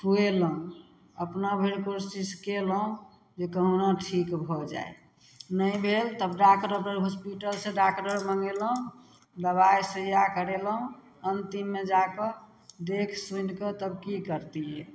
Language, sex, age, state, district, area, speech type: Maithili, female, 60+, Bihar, Samastipur, rural, spontaneous